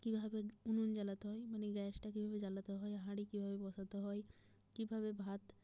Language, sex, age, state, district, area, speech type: Bengali, female, 18-30, West Bengal, Jalpaiguri, rural, spontaneous